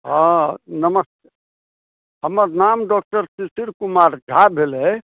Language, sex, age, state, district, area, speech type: Maithili, male, 30-45, Bihar, Madhubani, urban, conversation